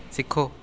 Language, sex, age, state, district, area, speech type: Punjabi, male, 18-30, Punjab, Amritsar, urban, read